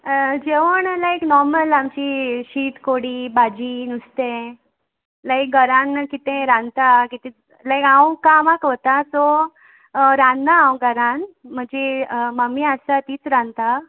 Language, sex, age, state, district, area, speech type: Goan Konkani, female, 30-45, Goa, Quepem, rural, conversation